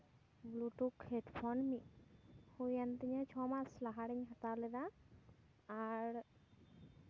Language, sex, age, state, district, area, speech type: Santali, female, 18-30, West Bengal, Purba Bardhaman, rural, spontaneous